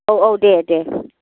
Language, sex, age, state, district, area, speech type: Bodo, female, 45-60, Assam, Chirang, rural, conversation